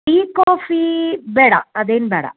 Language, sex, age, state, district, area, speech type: Kannada, female, 60+, Karnataka, Dharwad, rural, conversation